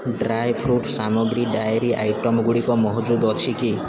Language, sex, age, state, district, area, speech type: Odia, male, 18-30, Odisha, Rayagada, rural, read